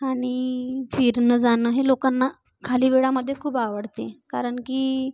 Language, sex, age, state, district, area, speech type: Marathi, female, 30-45, Maharashtra, Nagpur, urban, spontaneous